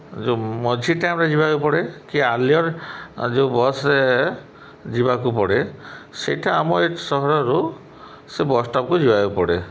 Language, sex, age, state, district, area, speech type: Odia, male, 30-45, Odisha, Subarnapur, urban, spontaneous